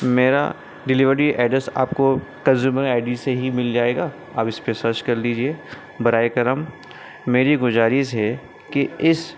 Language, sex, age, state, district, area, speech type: Urdu, male, 30-45, Delhi, North East Delhi, urban, spontaneous